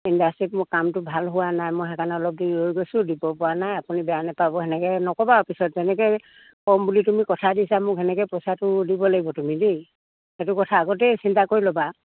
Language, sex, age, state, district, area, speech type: Assamese, female, 60+, Assam, Dibrugarh, rural, conversation